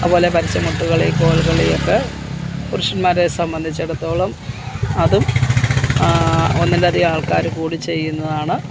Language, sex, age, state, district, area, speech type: Malayalam, female, 60+, Kerala, Kottayam, urban, spontaneous